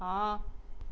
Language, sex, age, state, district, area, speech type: Punjabi, female, 45-60, Punjab, Pathankot, rural, read